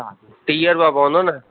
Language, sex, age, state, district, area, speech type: Sindhi, male, 30-45, Maharashtra, Thane, urban, conversation